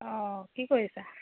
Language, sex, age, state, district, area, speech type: Assamese, female, 30-45, Assam, Jorhat, urban, conversation